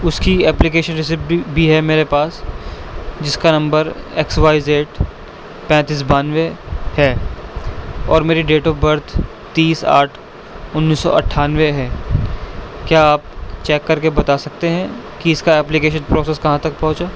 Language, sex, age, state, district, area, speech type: Urdu, male, 18-30, Delhi, East Delhi, urban, spontaneous